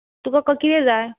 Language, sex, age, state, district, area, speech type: Goan Konkani, female, 18-30, Goa, Bardez, rural, conversation